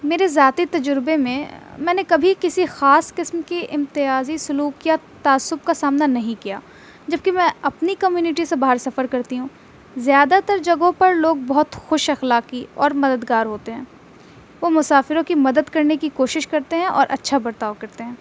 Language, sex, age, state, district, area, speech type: Urdu, female, 18-30, Delhi, North East Delhi, urban, spontaneous